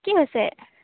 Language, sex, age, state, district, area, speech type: Assamese, female, 18-30, Assam, Golaghat, urban, conversation